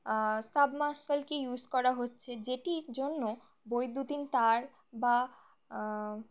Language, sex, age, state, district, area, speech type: Bengali, female, 18-30, West Bengal, Birbhum, urban, spontaneous